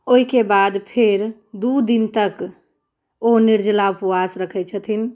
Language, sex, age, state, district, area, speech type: Maithili, female, 18-30, Bihar, Muzaffarpur, rural, spontaneous